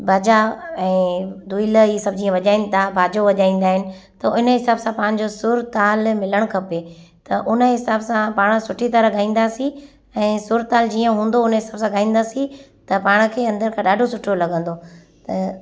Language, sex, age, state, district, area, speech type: Sindhi, female, 30-45, Gujarat, Kutch, rural, spontaneous